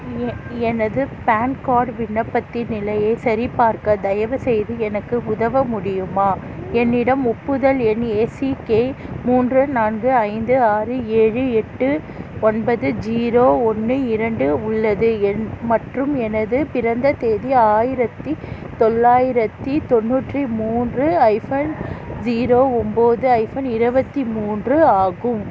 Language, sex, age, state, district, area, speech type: Tamil, female, 30-45, Tamil Nadu, Tiruvallur, urban, read